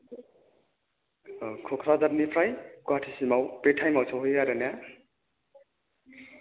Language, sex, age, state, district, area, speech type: Bodo, male, 18-30, Assam, Chirang, rural, conversation